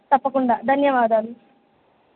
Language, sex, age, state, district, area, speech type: Telugu, female, 18-30, Andhra Pradesh, Sri Satya Sai, urban, conversation